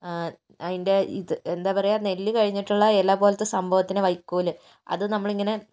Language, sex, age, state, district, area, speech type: Malayalam, female, 60+, Kerala, Kozhikode, urban, spontaneous